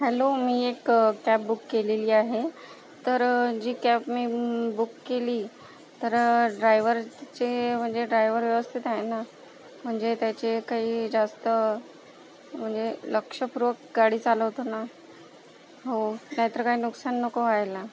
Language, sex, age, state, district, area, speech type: Marathi, female, 30-45, Maharashtra, Akola, rural, spontaneous